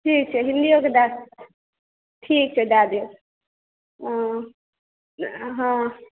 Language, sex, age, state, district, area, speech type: Maithili, female, 30-45, Bihar, Supaul, urban, conversation